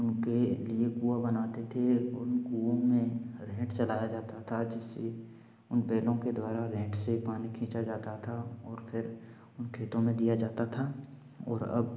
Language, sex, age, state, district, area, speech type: Hindi, male, 18-30, Rajasthan, Bharatpur, rural, spontaneous